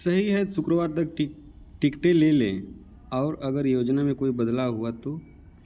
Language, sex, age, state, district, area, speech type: Hindi, male, 18-30, Uttar Pradesh, Azamgarh, rural, read